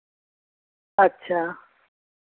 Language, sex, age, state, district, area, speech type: Dogri, female, 45-60, Jammu and Kashmir, Jammu, urban, conversation